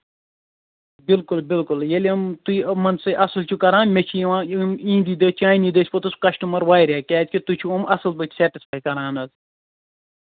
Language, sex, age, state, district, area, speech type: Kashmiri, male, 18-30, Jammu and Kashmir, Ganderbal, rural, conversation